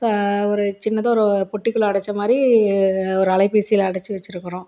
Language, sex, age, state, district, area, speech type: Tamil, female, 30-45, Tamil Nadu, Salem, rural, spontaneous